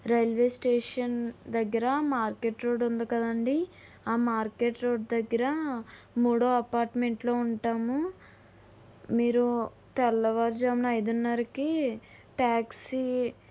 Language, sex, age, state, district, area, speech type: Telugu, female, 18-30, Andhra Pradesh, Kakinada, rural, spontaneous